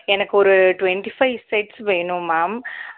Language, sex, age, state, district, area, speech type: Tamil, female, 30-45, Tamil Nadu, Sivaganga, rural, conversation